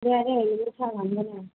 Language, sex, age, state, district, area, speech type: Sindhi, female, 18-30, Gujarat, Surat, urban, conversation